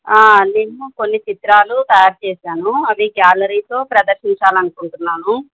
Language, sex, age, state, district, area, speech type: Telugu, female, 45-60, Telangana, Medchal, urban, conversation